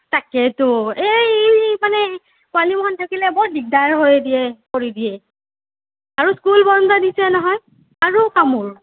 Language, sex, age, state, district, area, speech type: Assamese, female, 18-30, Assam, Morigaon, rural, conversation